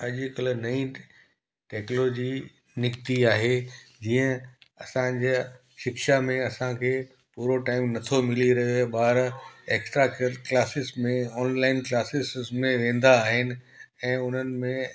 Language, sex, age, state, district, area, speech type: Sindhi, male, 18-30, Gujarat, Kutch, rural, spontaneous